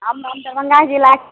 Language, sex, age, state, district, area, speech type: Hindi, female, 30-45, Bihar, Begusarai, rural, conversation